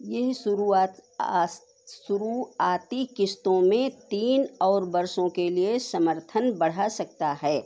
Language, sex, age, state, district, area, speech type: Hindi, female, 60+, Uttar Pradesh, Sitapur, rural, read